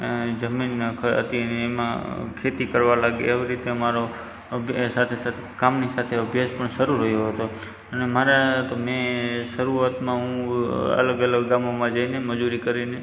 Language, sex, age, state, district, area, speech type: Gujarati, male, 45-60, Gujarat, Morbi, rural, spontaneous